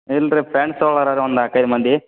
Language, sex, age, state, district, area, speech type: Kannada, male, 18-30, Karnataka, Gulbarga, urban, conversation